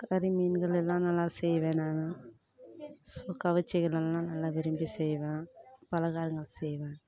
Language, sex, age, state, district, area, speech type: Tamil, female, 30-45, Tamil Nadu, Kallakurichi, rural, spontaneous